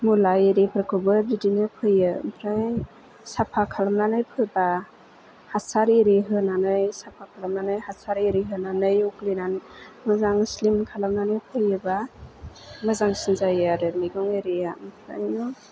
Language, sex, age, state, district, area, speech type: Bodo, female, 30-45, Assam, Chirang, urban, spontaneous